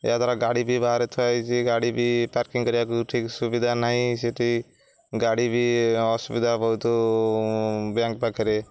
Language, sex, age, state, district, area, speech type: Odia, male, 45-60, Odisha, Jagatsinghpur, rural, spontaneous